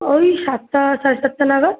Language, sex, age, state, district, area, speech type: Bengali, female, 18-30, West Bengal, Kolkata, urban, conversation